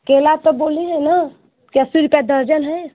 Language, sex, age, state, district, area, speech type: Hindi, female, 30-45, Uttar Pradesh, Ghazipur, rural, conversation